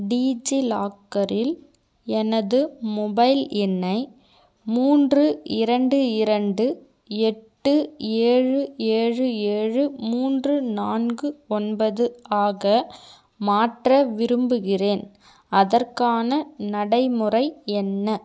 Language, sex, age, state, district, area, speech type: Tamil, female, 18-30, Tamil Nadu, Tirupattur, urban, read